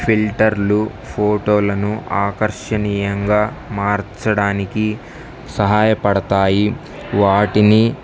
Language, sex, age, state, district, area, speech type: Telugu, male, 18-30, Andhra Pradesh, Kurnool, rural, spontaneous